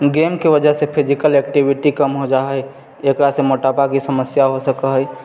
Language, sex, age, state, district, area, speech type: Maithili, male, 30-45, Bihar, Purnia, urban, spontaneous